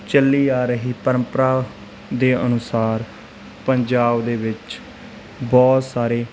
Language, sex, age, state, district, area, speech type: Punjabi, male, 18-30, Punjab, Mansa, urban, spontaneous